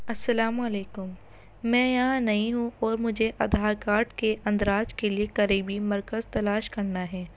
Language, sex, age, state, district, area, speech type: Urdu, female, 18-30, Delhi, North East Delhi, urban, spontaneous